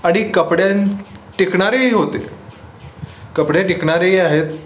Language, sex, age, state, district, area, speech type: Marathi, male, 18-30, Maharashtra, Sangli, rural, spontaneous